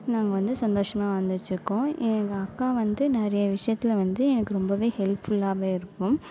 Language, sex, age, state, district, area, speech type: Tamil, female, 18-30, Tamil Nadu, Mayiladuthurai, urban, spontaneous